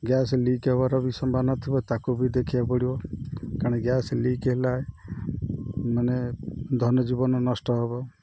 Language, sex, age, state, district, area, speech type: Odia, male, 45-60, Odisha, Jagatsinghpur, urban, spontaneous